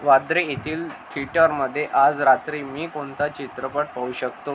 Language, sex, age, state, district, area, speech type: Marathi, male, 18-30, Maharashtra, Akola, rural, read